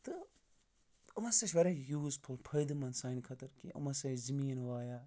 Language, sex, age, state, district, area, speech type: Kashmiri, male, 30-45, Jammu and Kashmir, Baramulla, rural, spontaneous